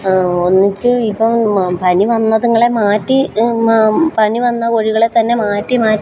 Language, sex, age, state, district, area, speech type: Malayalam, female, 30-45, Kerala, Alappuzha, rural, spontaneous